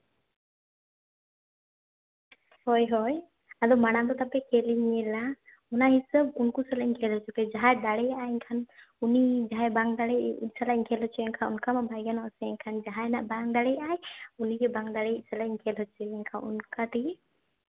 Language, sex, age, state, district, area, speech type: Santali, female, 18-30, Jharkhand, Seraikela Kharsawan, rural, conversation